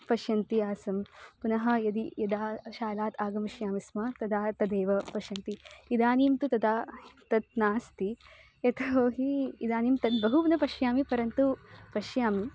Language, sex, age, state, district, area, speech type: Sanskrit, female, 18-30, Karnataka, Dharwad, urban, spontaneous